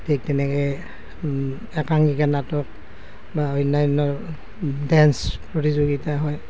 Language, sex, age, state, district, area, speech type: Assamese, male, 60+, Assam, Nalbari, rural, spontaneous